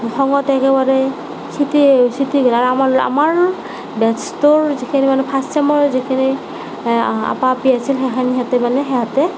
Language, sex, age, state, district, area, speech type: Assamese, female, 18-30, Assam, Darrang, rural, spontaneous